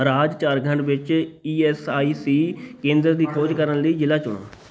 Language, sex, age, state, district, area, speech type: Punjabi, male, 30-45, Punjab, Shaheed Bhagat Singh Nagar, urban, read